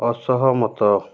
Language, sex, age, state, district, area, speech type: Odia, male, 45-60, Odisha, Balangir, urban, read